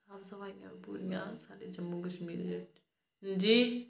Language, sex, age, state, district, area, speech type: Dogri, female, 30-45, Jammu and Kashmir, Udhampur, rural, spontaneous